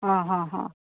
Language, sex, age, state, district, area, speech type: Gujarati, female, 45-60, Gujarat, Rajkot, urban, conversation